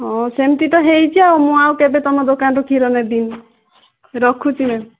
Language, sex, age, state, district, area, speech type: Odia, female, 18-30, Odisha, Kandhamal, rural, conversation